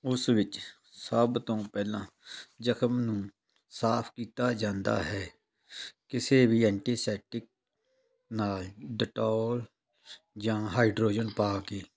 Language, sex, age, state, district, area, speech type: Punjabi, male, 45-60, Punjab, Tarn Taran, rural, spontaneous